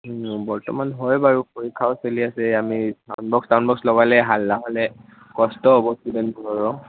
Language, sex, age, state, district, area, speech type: Assamese, male, 18-30, Assam, Udalguri, rural, conversation